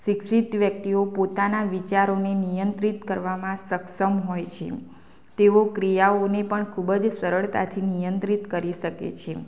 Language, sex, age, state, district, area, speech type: Gujarati, female, 30-45, Gujarat, Anand, rural, spontaneous